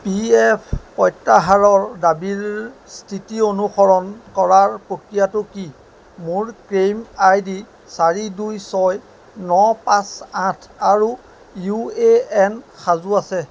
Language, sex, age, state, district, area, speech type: Assamese, male, 30-45, Assam, Jorhat, urban, read